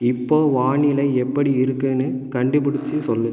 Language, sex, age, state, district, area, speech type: Tamil, male, 18-30, Tamil Nadu, Tiruchirappalli, urban, read